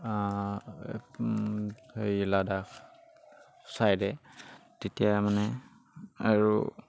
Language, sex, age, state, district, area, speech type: Assamese, male, 18-30, Assam, Charaideo, rural, spontaneous